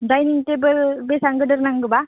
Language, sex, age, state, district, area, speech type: Bodo, female, 18-30, Assam, Udalguri, rural, conversation